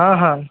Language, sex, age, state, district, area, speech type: Odia, male, 45-60, Odisha, Bhadrak, rural, conversation